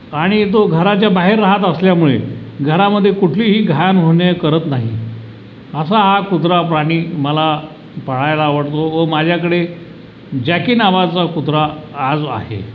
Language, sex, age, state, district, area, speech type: Marathi, male, 45-60, Maharashtra, Buldhana, rural, spontaneous